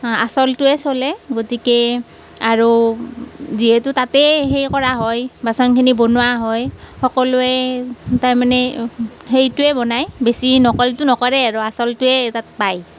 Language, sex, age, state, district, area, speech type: Assamese, female, 45-60, Assam, Nalbari, rural, spontaneous